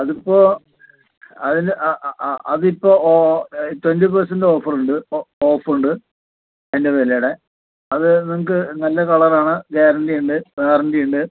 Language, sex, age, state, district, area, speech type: Malayalam, male, 60+, Kerala, Palakkad, rural, conversation